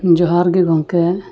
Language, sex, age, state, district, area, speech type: Santali, male, 30-45, West Bengal, Dakshin Dinajpur, rural, spontaneous